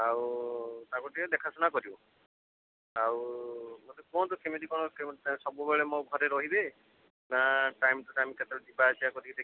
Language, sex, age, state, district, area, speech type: Odia, male, 60+, Odisha, Jajpur, rural, conversation